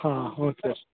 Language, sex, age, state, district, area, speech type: Kannada, male, 45-60, Karnataka, Belgaum, rural, conversation